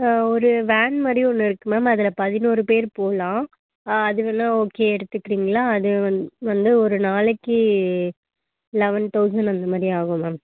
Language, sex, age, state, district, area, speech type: Tamil, female, 18-30, Tamil Nadu, Chennai, urban, conversation